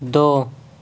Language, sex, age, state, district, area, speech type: Urdu, male, 18-30, Uttar Pradesh, Ghaziabad, urban, read